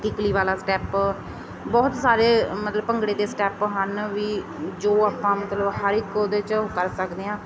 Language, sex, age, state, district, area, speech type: Punjabi, female, 30-45, Punjab, Mansa, rural, spontaneous